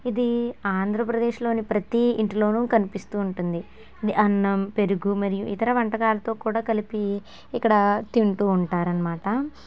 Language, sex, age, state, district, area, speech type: Telugu, female, 18-30, Andhra Pradesh, N T Rama Rao, urban, spontaneous